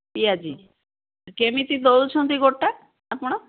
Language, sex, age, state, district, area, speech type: Odia, female, 60+, Odisha, Gajapati, rural, conversation